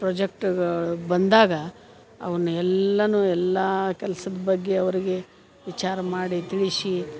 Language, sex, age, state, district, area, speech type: Kannada, female, 60+, Karnataka, Gadag, rural, spontaneous